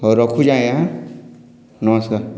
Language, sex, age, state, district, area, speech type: Odia, male, 60+, Odisha, Boudh, rural, spontaneous